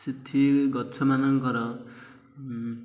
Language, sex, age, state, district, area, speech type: Odia, male, 18-30, Odisha, Ganjam, urban, spontaneous